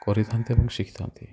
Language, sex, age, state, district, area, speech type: Odia, male, 30-45, Odisha, Rayagada, rural, spontaneous